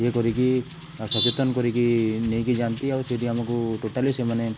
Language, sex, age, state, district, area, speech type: Odia, male, 18-30, Odisha, Nuapada, urban, spontaneous